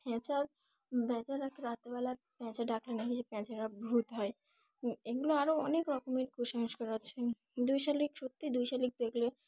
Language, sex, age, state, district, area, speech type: Bengali, female, 18-30, West Bengal, Dakshin Dinajpur, urban, spontaneous